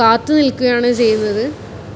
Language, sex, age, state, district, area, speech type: Malayalam, female, 18-30, Kerala, Kasaragod, urban, spontaneous